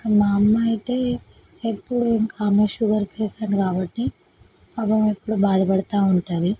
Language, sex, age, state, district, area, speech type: Telugu, female, 18-30, Telangana, Vikarabad, urban, spontaneous